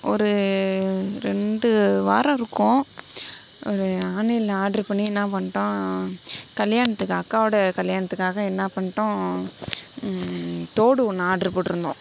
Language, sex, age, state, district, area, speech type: Tamil, female, 60+, Tamil Nadu, Sivaganga, rural, spontaneous